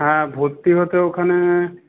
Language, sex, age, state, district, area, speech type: Bengali, male, 45-60, West Bengal, Paschim Bardhaman, rural, conversation